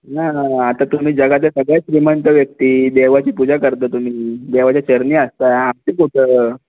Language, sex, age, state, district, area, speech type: Marathi, male, 18-30, Maharashtra, Raigad, rural, conversation